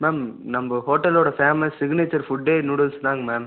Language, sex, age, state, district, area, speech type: Tamil, male, 18-30, Tamil Nadu, Ariyalur, rural, conversation